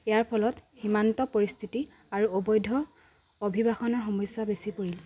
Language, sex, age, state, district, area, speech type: Assamese, female, 18-30, Assam, Charaideo, urban, spontaneous